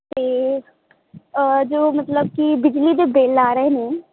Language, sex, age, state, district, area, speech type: Punjabi, female, 18-30, Punjab, Hoshiarpur, rural, conversation